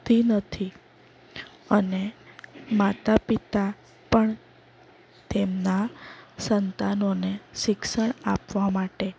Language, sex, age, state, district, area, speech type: Gujarati, female, 30-45, Gujarat, Valsad, urban, spontaneous